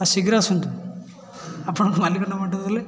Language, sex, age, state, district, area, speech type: Odia, male, 18-30, Odisha, Puri, urban, spontaneous